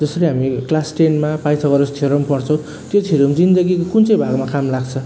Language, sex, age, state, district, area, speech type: Nepali, male, 30-45, West Bengal, Jalpaiguri, rural, spontaneous